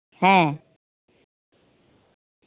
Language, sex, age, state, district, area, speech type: Santali, female, 45-60, West Bengal, Birbhum, rural, conversation